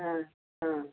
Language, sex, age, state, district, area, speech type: Odia, female, 60+, Odisha, Jharsuguda, rural, conversation